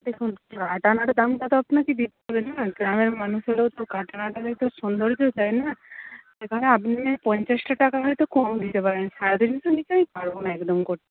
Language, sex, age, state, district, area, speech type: Bengali, female, 60+, West Bengal, Paschim Medinipur, rural, conversation